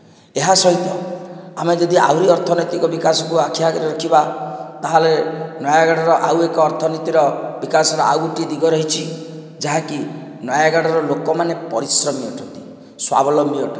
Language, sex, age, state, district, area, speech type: Odia, male, 45-60, Odisha, Nayagarh, rural, spontaneous